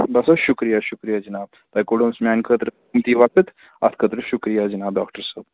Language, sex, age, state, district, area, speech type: Kashmiri, male, 18-30, Jammu and Kashmir, Srinagar, urban, conversation